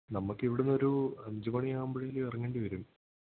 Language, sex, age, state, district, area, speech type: Malayalam, male, 18-30, Kerala, Idukki, rural, conversation